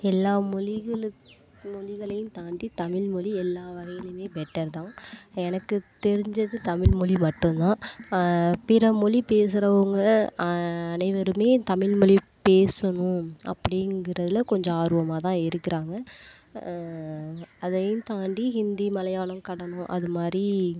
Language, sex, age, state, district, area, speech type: Tamil, female, 18-30, Tamil Nadu, Nagapattinam, rural, spontaneous